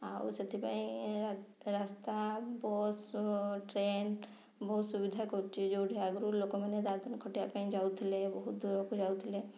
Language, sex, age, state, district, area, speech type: Odia, female, 30-45, Odisha, Mayurbhanj, rural, spontaneous